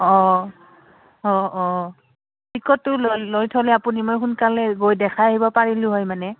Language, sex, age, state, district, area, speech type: Assamese, female, 18-30, Assam, Udalguri, urban, conversation